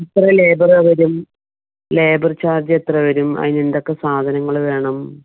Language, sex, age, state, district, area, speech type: Malayalam, female, 60+, Kerala, Palakkad, rural, conversation